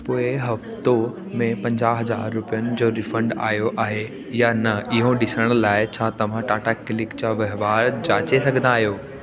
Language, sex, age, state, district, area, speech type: Sindhi, male, 18-30, Delhi, South Delhi, urban, read